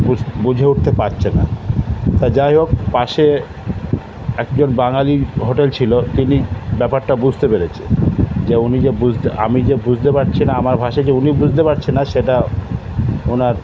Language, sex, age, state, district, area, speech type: Bengali, male, 60+, West Bengal, South 24 Parganas, urban, spontaneous